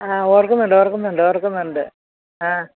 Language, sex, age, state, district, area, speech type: Malayalam, female, 60+, Kerala, Thiruvananthapuram, urban, conversation